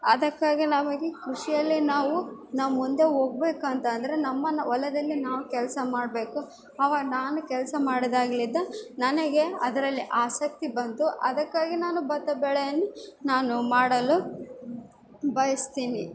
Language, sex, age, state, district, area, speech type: Kannada, female, 18-30, Karnataka, Bellary, urban, spontaneous